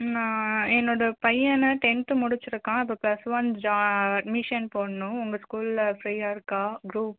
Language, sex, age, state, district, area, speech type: Tamil, female, 60+, Tamil Nadu, Cuddalore, urban, conversation